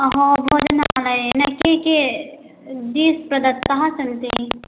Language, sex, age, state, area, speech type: Sanskrit, female, 18-30, Assam, rural, conversation